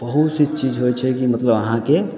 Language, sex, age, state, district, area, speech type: Maithili, male, 18-30, Bihar, Samastipur, urban, spontaneous